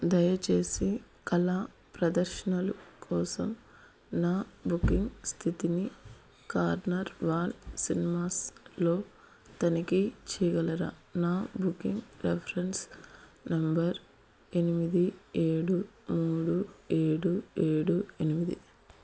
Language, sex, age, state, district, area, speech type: Telugu, female, 30-45, Andhra Pradesh, Eluru, urban, read